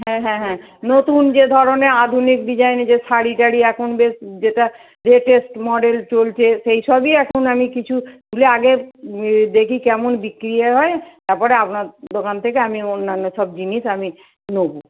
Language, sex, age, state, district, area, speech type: Bengali, female, 45-60, West Bengal, North 24 Parganas, urban, conversation